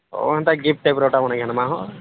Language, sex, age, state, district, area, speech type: Odia, male, 45-60, Odisha, Nuapada, urban, conversation